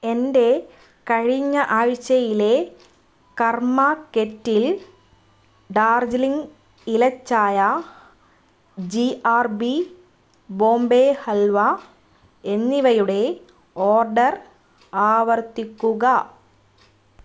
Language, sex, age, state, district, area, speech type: Malayalam, female, 30-45, Kerala, Kannur, rural, read